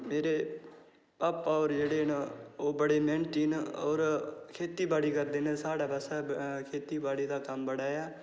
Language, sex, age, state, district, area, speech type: Dogri, male, 18-30, Jammu and Kashmir, Udhampur, rural, spontaneous